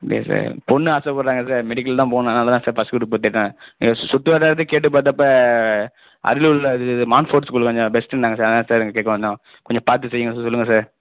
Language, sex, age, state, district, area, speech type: Tamil, male, 30-45, Tamil Nadu, Ariyalur, rural, conversation